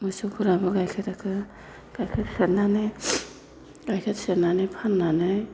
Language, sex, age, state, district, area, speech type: Bodo, female, 45-60, Assam, Chirang, rural, spontaneous